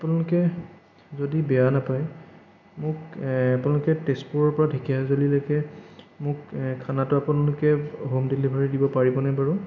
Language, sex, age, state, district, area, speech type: Assamese, male, 18-30, Assam, Sonitpur, rural, spontaneous